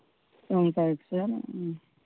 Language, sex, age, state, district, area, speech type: Telugu, male, 45-60, Andhra Pradesh, Vizianagaram, rural, conversation